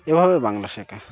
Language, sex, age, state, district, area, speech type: Bengali, male, 30-45, West Bengal, Birbhum, urban, spontaneous